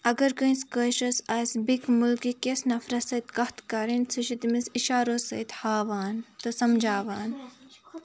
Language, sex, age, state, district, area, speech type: Kashmiri, female, 18-30, Jammu and Kashmir, Kupwara, rural, spontaneous